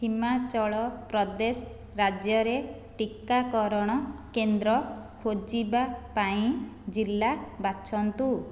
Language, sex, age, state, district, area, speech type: Odia, female, 45-60, Odisha, Khordha, rural, read